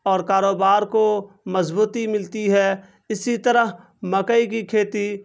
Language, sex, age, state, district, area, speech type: Urdu, male, 18-30, Bihar, Purnia, rural, spontaneous